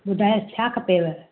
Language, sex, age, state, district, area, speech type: Sindhi, female, 30-45, Gujarat, Surat, urban, conversation